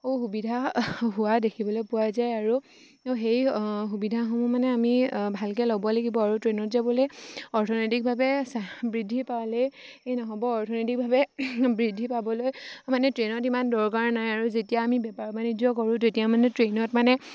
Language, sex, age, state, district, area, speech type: Assamese, female, 18-30, Assam, Sivasagar, rural, spontaneous